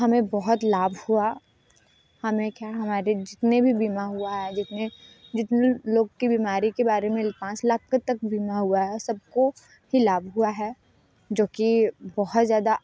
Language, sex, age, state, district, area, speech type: Hindi, female, 30-45, Uttar Pradesh, Mirzapur, rural, spontaneous